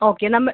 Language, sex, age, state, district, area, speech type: Malayalam, female, 30-45, Kerala, Ernakulam, rural, conversation